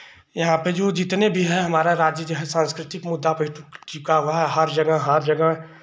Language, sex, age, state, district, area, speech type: Hindi, male, 30-45, Uttar Pradesh, Chandauli, urban, spontaneous